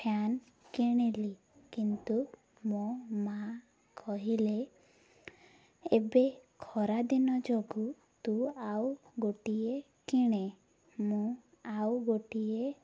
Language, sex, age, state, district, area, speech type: Odia, female, 18-30, Odisha, Ganjam, urban, spontaneous